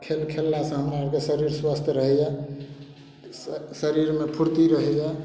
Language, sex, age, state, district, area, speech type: Maithili, male, 45-60, Bihar, Madhubani, rural, spontaneous